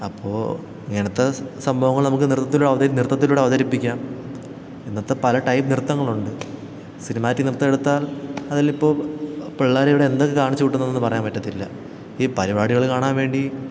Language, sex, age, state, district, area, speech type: Malayalam, male, 18-30, Kerala, Thiruvananthapuram, rural, spontaneous